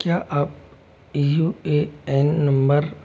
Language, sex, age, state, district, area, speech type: Hindi, male, 18-30, Rajasthan, Jaipur, urban, read